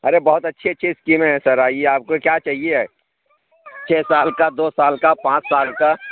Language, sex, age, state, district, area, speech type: Urdu, male, 45-60, Uttar Pradesh, Lucknow, rural, conversation